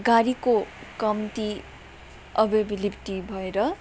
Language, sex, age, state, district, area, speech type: Nepali, female, 30-45, West Bengal, Kalimpong, rural, spontaneous